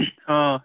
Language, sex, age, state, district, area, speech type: Assamese, male, 30-45, Assam, Lakhimpur, rural, conversation